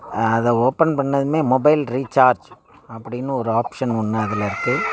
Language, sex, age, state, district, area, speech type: Tamil, male, 60+, Tamil Nadu, Thanjavur, rural, spontaneous